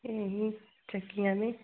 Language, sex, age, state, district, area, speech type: Hindi, female, 30-45, Uttar Pradesh, Chandauli, urban, conversation